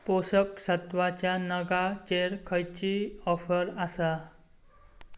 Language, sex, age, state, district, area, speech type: Goan Konkani, male, 18-30, Goa, Pernem, rural, read